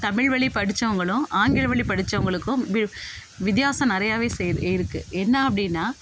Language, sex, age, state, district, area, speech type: Tamil, female, 45-60, Tamil Nadu, Thanjavur, rural, spontaneous